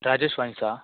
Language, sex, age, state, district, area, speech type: Kannada, male, 18-30, Karnataka, Shimoga, rural, conversation